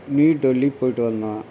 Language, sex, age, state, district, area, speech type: Tamil, male, 60+, Tamil Nadu, Mayiladuthurai, rural, spontaneous